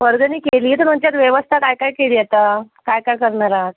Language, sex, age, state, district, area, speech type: Marathi, female, 18-30, Maharashtra, Amravati, urban, conversation